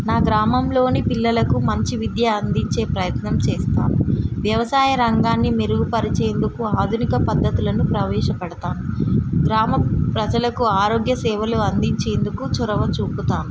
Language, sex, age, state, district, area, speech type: Telugu, female, 30-45, Telangana, Mulugu, rural, spontaneous